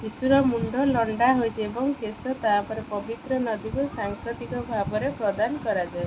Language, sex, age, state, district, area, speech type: Odia, female, 30-45, Odisha, Kendrapara, urban, read